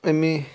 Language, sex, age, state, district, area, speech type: Kashmiri, male, 30-45, Jammu and Kashmir, Bandipora, rural, spontaneous